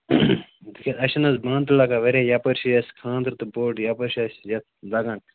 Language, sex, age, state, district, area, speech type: Kashmiri, male, 18-30, Jammu and Kashmir, Bandipora, rural, conversation